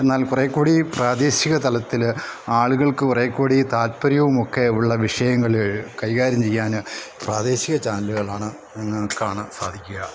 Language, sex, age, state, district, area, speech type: Malayalam, male, 60+, Kerala, Idukki, rural, spontaneous